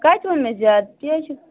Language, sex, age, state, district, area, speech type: Kashmiri, female, 30-45, Jammu and Kashmir, Bandipora, rural, conversation